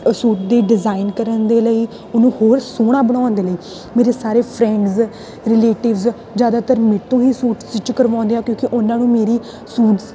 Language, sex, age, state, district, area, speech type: Punjabi, female, 18-30, Punjab, Tarn Taran, rural, spontaneous